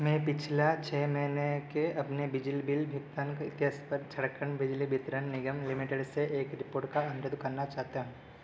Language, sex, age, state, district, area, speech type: Hindi, male, 18-30, Madhya Pradesh, Seoni, urban, read